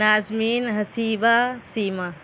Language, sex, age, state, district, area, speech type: Urdu, female, 45-60, Bihar, Khagaria, rural, spontaneous